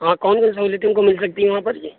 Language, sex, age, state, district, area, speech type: Urdu, male, 18-30, Uttar Pradesh, Saharanpur, urban, conversation